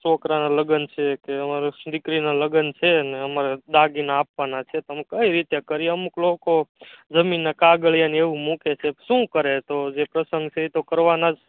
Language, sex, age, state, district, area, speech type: Gujarati, male, 18-30, Gujarat, Surat, rural, conversation